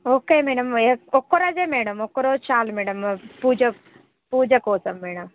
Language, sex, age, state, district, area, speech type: Telugu, female, 30-45, Telangana, Ranga Reddy, rural, conversation